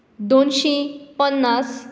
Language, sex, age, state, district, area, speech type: Goan Konkani, female, 18-30, Goa, Tiswadi, rural, spontaneous